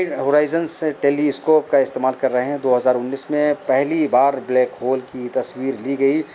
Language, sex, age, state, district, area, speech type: Urdu, male, 45-60, Uttar Pradesh, Rampur, urban, spontaneous